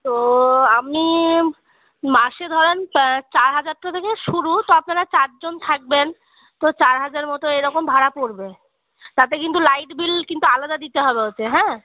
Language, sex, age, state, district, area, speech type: Bengali, female, 30-45, West Bengal, Murshidabad, urban, conversation